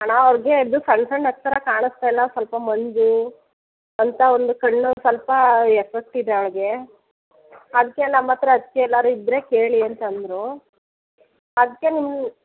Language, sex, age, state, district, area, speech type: Kannada, female, 30-45, Karnataka, Mysore, rural, conversation